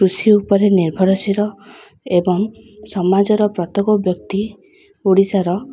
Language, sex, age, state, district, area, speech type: Odia, female, 18-30, Odisha, Ganjam, urban, spontaneous